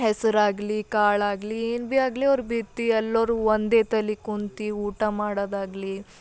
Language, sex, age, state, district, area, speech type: Kannada, female, 18-30, Karnataka, Bidar, urban, spontaneous